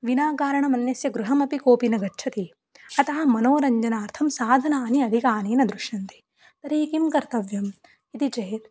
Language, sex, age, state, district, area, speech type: Sanskrit, female, 18-30, Maharashtra, Sindhudurg, rural, spontaneous